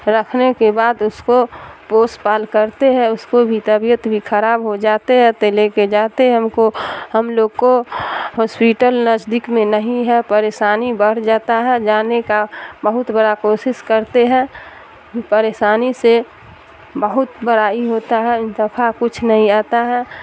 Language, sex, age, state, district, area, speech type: Urdu, female, 60+, Bihar, Darbhanga, rural, spontaneous